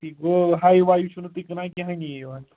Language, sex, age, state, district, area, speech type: Kashmiri, male, 30-45, Jammu and Kashmir, Ganderbal, rural, conversation